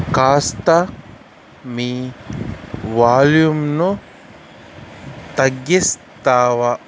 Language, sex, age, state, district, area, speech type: Telugu, male, 45-60, Andhra Pradesh, Sri Balaji, rural, read